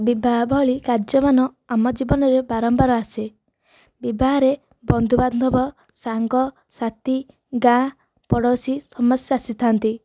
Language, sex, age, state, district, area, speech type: Odia, female, 18-30, Odisha, Nayagarh, rural, spontaneous